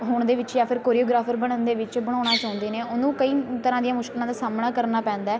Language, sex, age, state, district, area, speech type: Punjabi, female, 18-30, Punjab, Patiala, rural, spontaneous